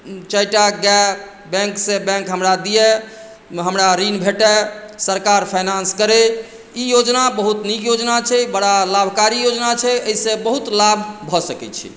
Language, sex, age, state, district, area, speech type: Maithili, female, 60+, Bihar, Madhubani, urban, spontaneous